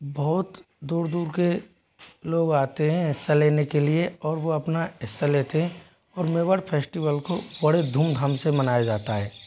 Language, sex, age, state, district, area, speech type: Hindi, male, 18-30, Rajasthan, Jodhpur, rural, spontaneous